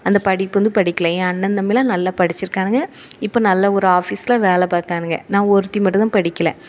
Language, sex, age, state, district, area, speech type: Tamil, female, 30-45, Tamil Nadu, Thoothukudi, urban, spontaneous